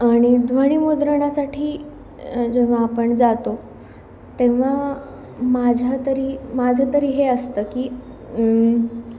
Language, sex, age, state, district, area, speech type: Marathi, female, 18-30, Maharashtra, Nanded, rural, spontaneous